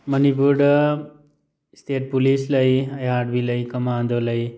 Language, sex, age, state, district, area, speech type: Manipuri, male, 30-45, Manipur, Thoubal, urban, spontaneous